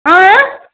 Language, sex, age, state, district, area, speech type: Kashmiri, female, 18-30, Jammu and Kashmir, Ganderbal, rural, conversation